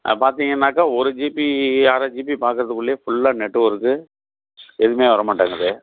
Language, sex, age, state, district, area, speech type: Tamil, male, 45-60, Tamil Nadu, Tiruppur, rural, conversation